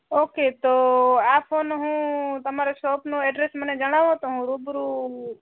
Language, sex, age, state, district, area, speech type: Gujarati, male, 18-30, Gujarat, Kutch, rural, conversation